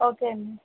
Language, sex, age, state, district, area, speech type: Telugu, female, 30-45, Andhra Pradesh, Vizianagaram, urban, conversation